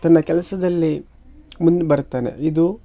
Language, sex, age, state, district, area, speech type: Kannada, male, 18-30, Karnataka, Shimoga, rural, spontaneous